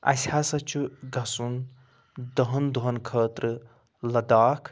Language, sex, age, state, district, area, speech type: Kashmiri, male, 30-45, Jammu and Kashmir, Anantnag, rural, spontaneous